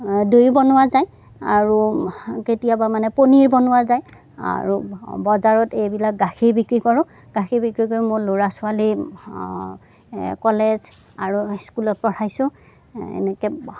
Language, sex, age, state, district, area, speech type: Assamese, female, 60+, Assam, Darrang, rural, spontaneous